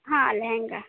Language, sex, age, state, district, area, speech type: Kannada, female, 30-45, Karnataka, Uttara Kannada, rural, conversation